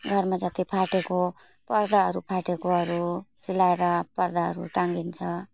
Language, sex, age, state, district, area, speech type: Nepali, female, 45-60, West Bengal, Alipurduar, urban, spontaneous